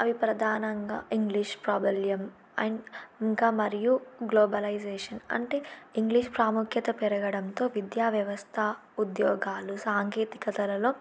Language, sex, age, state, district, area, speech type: Telugu, female, 18-30, Telangana, Ranga Reddy, urban, spontaneous